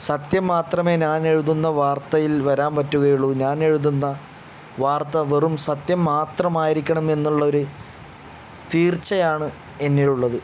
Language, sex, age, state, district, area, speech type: Malayalam, male, 45-60, Kerala, Palakkad, rural, spontaneous